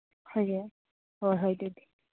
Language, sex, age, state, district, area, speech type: Manipuri, female, 18-30, Manipur, Churachandpur, rural, conversation